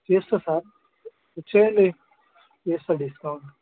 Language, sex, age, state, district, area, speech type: Telugu, male, 30-45, Telangana, Vikarabad, urban, conversation